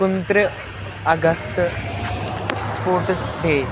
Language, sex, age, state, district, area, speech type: Kashmiri, male, 18-30, Jammu and Kashmir, Pulwama, urban, spontaneous